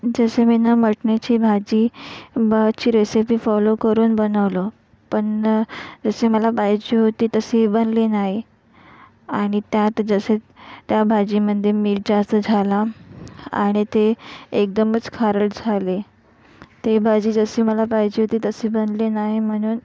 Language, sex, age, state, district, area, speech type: Marathi, female, 45-60, Maharashtra, Nagpur, urban, spontaneous